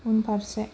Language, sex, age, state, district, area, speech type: Bodo, female, 18-30, Assam, Baksa, rural, read